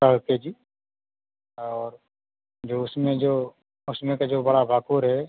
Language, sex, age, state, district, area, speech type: Hindi, male, 30-45, Uttar Pradesh, Chandauli, rural, conversation